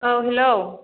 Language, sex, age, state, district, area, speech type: Bodo, female, 45-60, Assam, Kokrajhar, rural, conversation